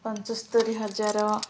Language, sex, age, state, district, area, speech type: Odia, female, 18-30, Odisha, Ganjam, urban, spontaneous